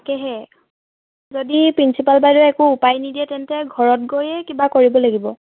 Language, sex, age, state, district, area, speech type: Assamese, female, 18-30, Assam, Dhemaji, urban, conversation